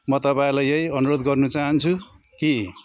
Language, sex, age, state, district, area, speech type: Nepali, male, 45-60, West Bengal, Jalpaiguri, urban, spontaneous